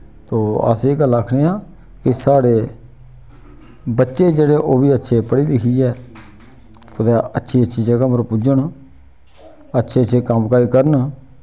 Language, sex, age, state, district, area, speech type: Dogri, male, 45-60, Jammu and Kashmir, Reasi, rural, spontaneous